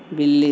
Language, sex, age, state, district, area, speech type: Hindi, male, 30-45, Uttar Pradesh, Azamgarh, rural, read